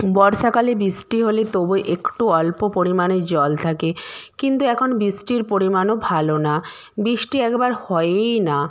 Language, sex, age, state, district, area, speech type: Bengali, female, 45-60, West Bengal, Nadia, rural, spontaneous